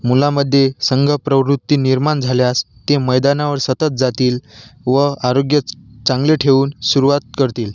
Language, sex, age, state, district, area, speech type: Marathi, male, 18-30, Maharashtra, Washim, rural, spontaneous